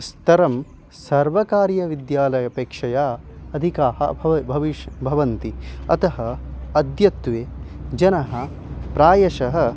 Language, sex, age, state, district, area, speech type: Sanskrit, male, 18-30, Odisha, Khordha, urban, spontaneous